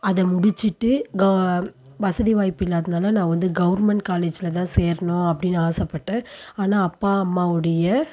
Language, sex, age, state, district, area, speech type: Tamil, female, 30-45, Tamil Nadu, Tiruvannamalai, rural, spontaneous